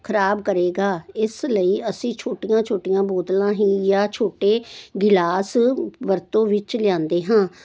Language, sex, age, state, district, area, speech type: Punjabi, female, 60+, Punjab, Jalandhar, urban, spontaneous